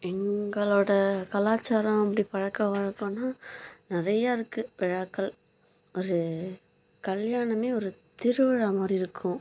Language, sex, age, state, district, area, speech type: Tamil, female, 18-30, Tamil Nadu, Kallakurichi, urban, spontaneous